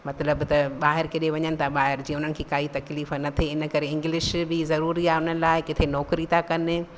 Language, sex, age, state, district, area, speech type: Sindhi, female, 45-60, Madhya Pradesh, Katni, rural, spontaneous